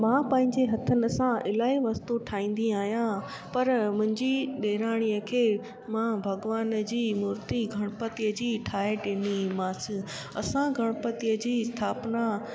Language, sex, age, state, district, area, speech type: Sindhi, female, 30-45, Gujarat, Junagadh, urban, spontaneous